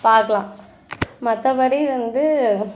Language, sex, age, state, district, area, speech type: Tamil, female, 18-30, Tamil Nadu, Ranipet, urban, spontaneous